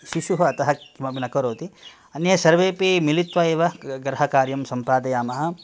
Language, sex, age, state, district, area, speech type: Sanskrit, male, 30-45, Karnataka, Dakshina Kannada, rural, spontaneous